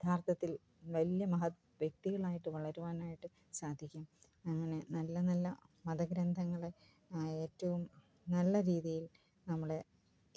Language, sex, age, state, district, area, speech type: Malayalam, female, 45-60, Kerala, Kottayam, rural, spontaneous